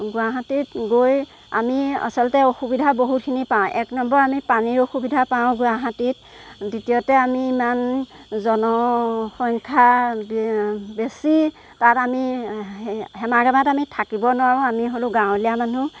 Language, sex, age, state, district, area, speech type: Assamese, female, 30-45, Assam, Golaghat, rural, spontaneous